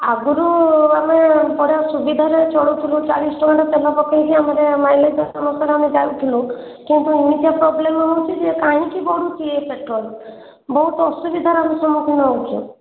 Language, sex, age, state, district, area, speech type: Odia, female, 30-45, Odisha, Khordha, rural, conversation